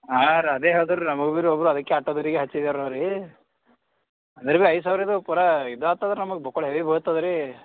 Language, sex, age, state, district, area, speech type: Kannada, male, 18-30, Karnataka, Gulbarga, urban, conversation